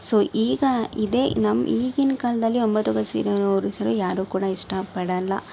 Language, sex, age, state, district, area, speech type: Kannada, female, 60+, Karnataka, Chikkaballapur, urban, spontaneous